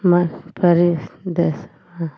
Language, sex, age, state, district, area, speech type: Hindi, female, 45-60, Uttar Pradesh, Azamgarh, rural, read